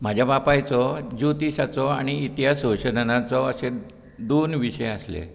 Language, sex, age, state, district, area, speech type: Goan Konkani, male, 60+, Goa, Bardez, rural, spontaneous